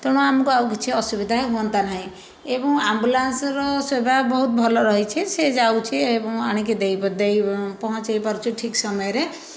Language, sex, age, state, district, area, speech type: Odia, female, 30-45, Odisha, Bhadrak, rural, spontaneous